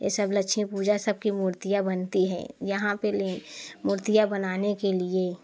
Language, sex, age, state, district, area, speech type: Hindi, female, 18-30, Uttar Pradesh, Prayagraj, rural, spontaneous